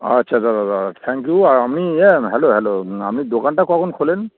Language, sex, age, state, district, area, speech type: Bengali, male, 30-45, West Bengal, Darjeeling, rural, conversation